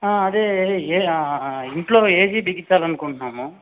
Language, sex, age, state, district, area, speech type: Telugu, male, 30-45, Andhra Pradesh, Chittoor, urban, conversation